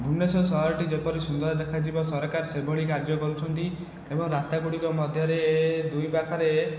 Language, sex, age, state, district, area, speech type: Odia, male, 18-30, Odisha, Khordha, rural, spontaneous